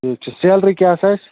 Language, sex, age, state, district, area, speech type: Kashmiri, male, 30-45, Jammu and Kashmir, Budgam, rural, conversation